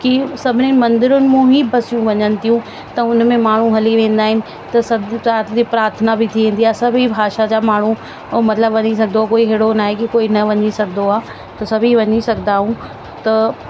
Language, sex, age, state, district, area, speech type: Sindhi, female, 30-45, Delhi, South Delhi, urban, spontaneous